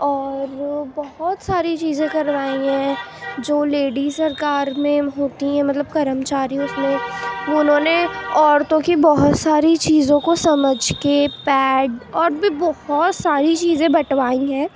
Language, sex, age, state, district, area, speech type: Urdu, female, 18-30, Uttar Pradesh, Ghaziabad, rural, spontaneous